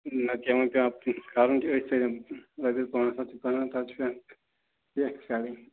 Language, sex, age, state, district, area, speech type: Kashmiri, male, 18-30, Jammu and Kashmir, Ganderbal, rural, conversation